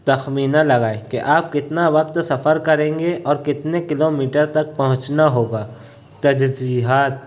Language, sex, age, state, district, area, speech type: Urdu, male, 30-45, Maharashtra, Nashik, urban, spontaneous